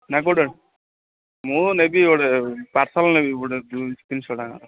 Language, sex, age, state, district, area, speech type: Odia, male, 45-60, Odisha, Gajapati, rural, conversation